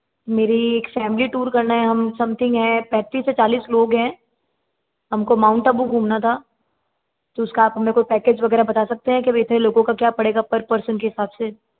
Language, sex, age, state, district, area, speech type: Hindi, female, 30-45, Rajasthan, Jodhpur, urban, conversation